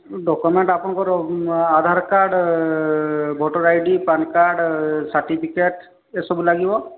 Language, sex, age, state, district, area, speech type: Odia, male, 45-60, Odisha, Sambalpur, rural, conversation